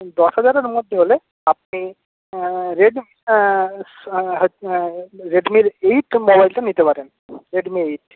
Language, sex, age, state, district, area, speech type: Bengali, male, 30-45, West Bengal, Paschim Medinipur, rural, conversation